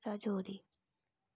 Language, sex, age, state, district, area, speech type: Dogri, female, 30-45, Jammu and Kashmir, Reasi, rural, spontaneous